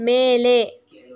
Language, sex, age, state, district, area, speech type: Kannada, female, 45-60, Karnataka, Tumkur, rural, read